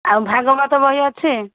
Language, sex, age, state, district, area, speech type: Odia, female, 45-60, Odisha, Koraput, urban, conversation